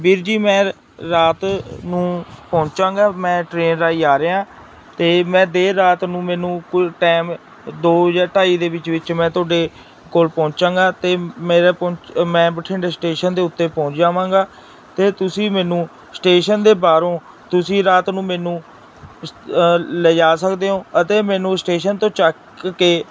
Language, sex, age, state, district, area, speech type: Punjabi, male, 18-30, Punjab, Mansa, urban, spontaneous